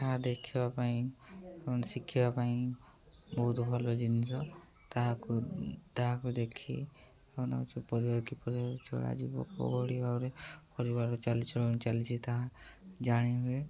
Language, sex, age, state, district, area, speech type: Odia, male, 18-30, Odisha, Mayurbhanj, rural, spontaneous